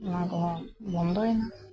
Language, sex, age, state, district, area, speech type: Santali, female, 60+, West Bengal, Bankura, rural, spontaneous